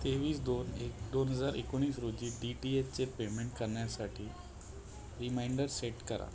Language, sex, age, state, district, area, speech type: Marathi, male, 30-45, Maharashtra, Nagpur, urban, read